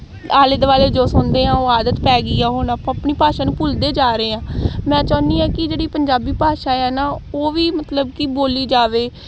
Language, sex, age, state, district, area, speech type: Punjabi, female, 18-30, Punjab, Amritsar, urban, spontaneous